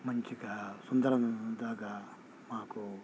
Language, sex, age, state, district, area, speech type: Telugu, male, 45-60, Telangana, Hyderabad, rural, spontaneous